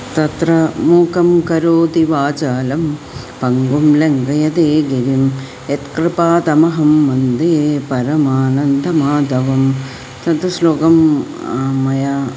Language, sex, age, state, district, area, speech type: Sanskrit, female, 45-60, Kerala, Thiruvananthapuram, urban, spontaneous